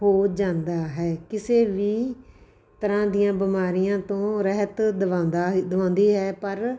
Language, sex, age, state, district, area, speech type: Punjabi, female, 45-60, Punjab, Patiala, rural, spontaneous